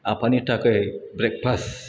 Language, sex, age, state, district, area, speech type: Bodo, male, 60+, Assam, Chirang, urban, spontaneous